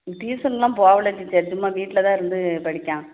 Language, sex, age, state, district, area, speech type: Tamil, female, 45-60, Tamil Nadu, Thoothukudi, urban, conversation